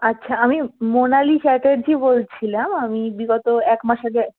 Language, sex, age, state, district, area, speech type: Bengali, female, 18-30, West Bengal, Malda, rural, conversation